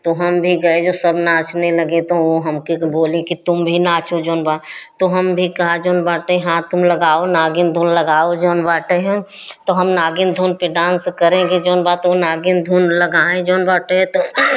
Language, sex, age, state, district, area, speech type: Hindi, female, 60+, Uttar Pradesh, Prayagraj, rural, spontaneous